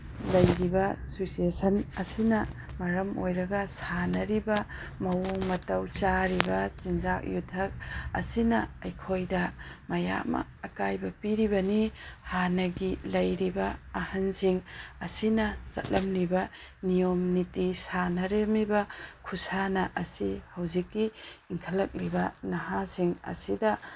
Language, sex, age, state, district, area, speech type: Manipuri, female, 30-45, Manipur, Tengnoupal, rural, spontaneous